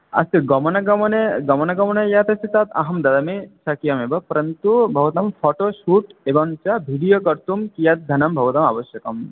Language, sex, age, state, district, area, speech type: Sanskrit, male, 18-30, West Bengal, South 24 Parganas, rural, conversation